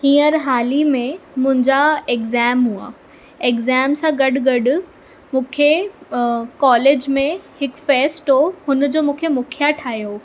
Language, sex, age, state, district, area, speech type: Sindhi, female, 18-30, Maharashtra, Mumbai Suburban, urban, spontaneous